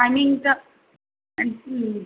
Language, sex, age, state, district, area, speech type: Bengali, female, 30-45, West Bengal, Kolkata, urban, conversation